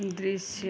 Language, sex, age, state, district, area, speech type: Hindi, female, 18-30, Uttar Pradesh, Chandauli, rural, read